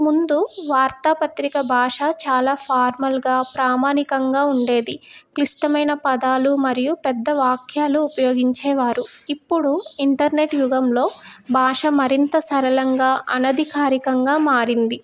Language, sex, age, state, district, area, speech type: Telugu, female, 30-45, Telangana, Hyderabad, rural, spontaneous